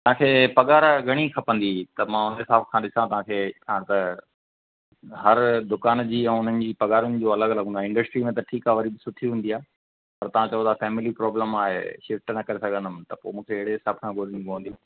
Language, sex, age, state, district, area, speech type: Sindhi, male, 45-60, Gujarat, Kutch, rural, conversation